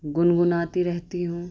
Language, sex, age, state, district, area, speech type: Urdu, female, 30-45, Delhi, South Delhi, rural, spontaneous